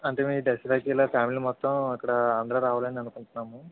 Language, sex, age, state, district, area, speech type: Telugu, male, 60+, Andhra Pradesh, Kakinada, rural, conversation